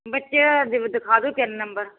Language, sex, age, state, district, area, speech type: Punjabi, female, 45-60, Punjab, Firozpur, rural, conversation